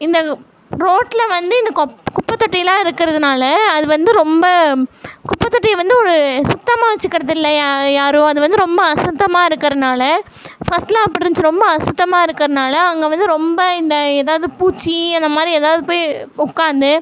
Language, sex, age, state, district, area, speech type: Tamil, female, 18-30, Tamil Nadu, Coimbatore, rural, spontaneous